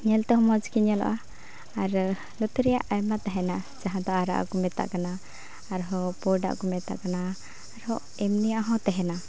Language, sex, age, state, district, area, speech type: Santali, female, 18-30, West Bengal, Uttar Dinajpur, rural, spontaneous